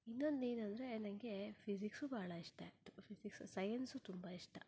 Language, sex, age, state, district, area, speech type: Kannada, female, 30-45, Karnataka, Shimoga, rural, spontaneous